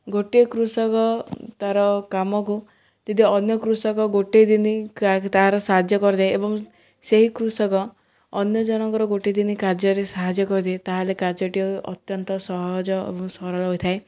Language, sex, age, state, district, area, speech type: Odia, female, 18-30, Odisha, Ganjam, urban, spontaneous